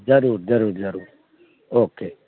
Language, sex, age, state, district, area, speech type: Hindi, male, 60+, Bihar, Muzaffarpur, rural, conversation